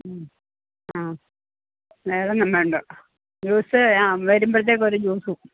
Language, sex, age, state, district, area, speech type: Malayalam, female, 45-60, Kerala, Pathanamthitta, rural, conversation